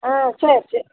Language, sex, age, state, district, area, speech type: Tamil, female, 60+, Tamil Nadu, Tiruppur, rural, conversation